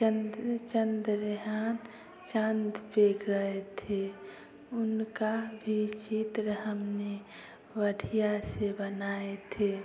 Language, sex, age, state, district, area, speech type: Hindi, female, 30-45, Bihar, Samastipur, rural, spontaneous